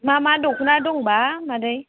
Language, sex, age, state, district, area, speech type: Bodo, female, 18-30, Assam, Kokrajhar, rural, conversation